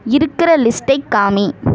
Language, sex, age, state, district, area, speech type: Tamil, female, 45-60, Tamil Nadu, Ariyalur, rural, read